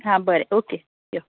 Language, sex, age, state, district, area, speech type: Goan Konkani, female, 30-45, Goa, Tiswadi, rural, conversation